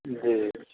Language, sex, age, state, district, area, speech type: Urdu, male, 18-30, Bihar, Khagaria, rural, conversation